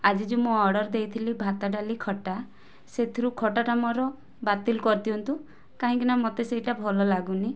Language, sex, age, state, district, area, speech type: Odia, female, 18-30, Odisha, Kandhamal, rural, spontaneous